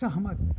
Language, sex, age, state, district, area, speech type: Hindi, male, 18-30, Uttar Pradesh, Ghazipur, rural, read